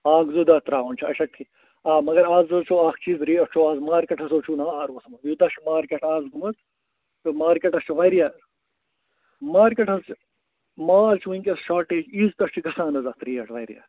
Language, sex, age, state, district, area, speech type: Kashmiri, male, 45-60, Jammu and Kashmir, Ganderbal, urban, conversation